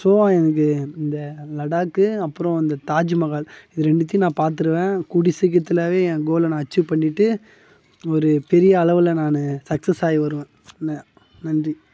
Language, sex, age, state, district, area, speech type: Tamil, male, 18-30, Tamil Nadu, Tiruvannamalai, rural, spontaneous